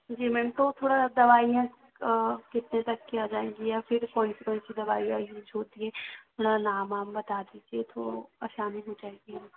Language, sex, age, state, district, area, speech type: Hindi, female, 18-30, Madhya Pradesh, Chhindwara, urban, conversation